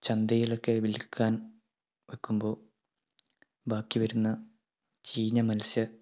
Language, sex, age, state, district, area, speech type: Malayalam, male, 18-30, Kerala, Kannur, rural, spontaneous